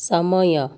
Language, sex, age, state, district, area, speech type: Odia, female, 60+, Odisha, Kandhamal, rural, read